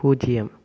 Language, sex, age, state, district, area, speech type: Tamil, male, 18-30, Tamil Nadu, Sivaganga, rural, read